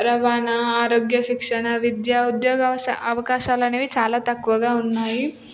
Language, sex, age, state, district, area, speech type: Telugu, female, 18-30, Telangana, Hyderabad, urban, spontaneous